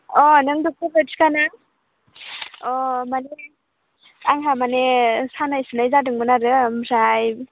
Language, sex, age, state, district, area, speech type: Bodo, female, 18-30, Assam, Baksa, rural, conversation